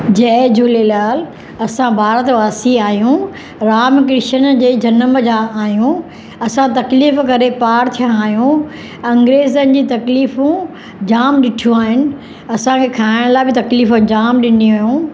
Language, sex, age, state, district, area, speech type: Sindhi, female, 60+, Maharashtra, Mumbai Suburban, rural, spontaneous